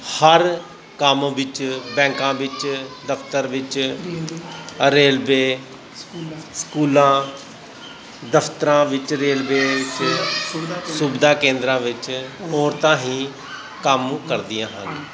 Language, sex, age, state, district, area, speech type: Punjabi, male, 30-45, Punjab, Gurdaspur, rural, spontaneous